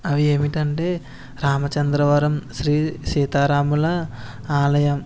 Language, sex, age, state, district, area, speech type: Telugu, male, 18-30, Andhra Pradesh, Konaseema, rural, spontaneous